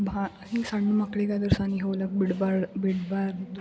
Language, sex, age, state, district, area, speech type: Kannada, female, 18-30, Karnataka, Gulbarga, urban, spontaneous